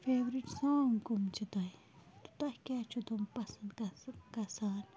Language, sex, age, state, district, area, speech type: Kashmiri, female, 18-30, Jammu and Kashmir, Bandipora, rural, spontaneous